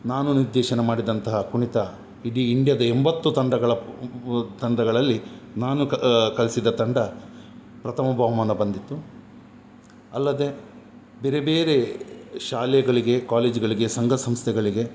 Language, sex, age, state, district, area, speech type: Kannada, male, 45-60, Karnataka, Udupi, rural, spontaneous